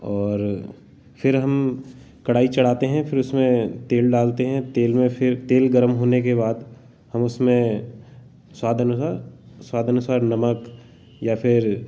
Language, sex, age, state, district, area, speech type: Hindi, male, 45-60, Madhya Pradesh, Jabalpur, urban, spontaneous